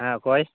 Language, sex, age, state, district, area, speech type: Santali, male, 18-30, West Bengal, Uttar Dinajpur, rural, conversation